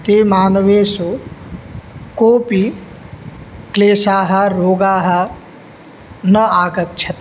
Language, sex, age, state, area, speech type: Sanskrit, male, 18-30, Uttar Pradesh, rural, spontaneous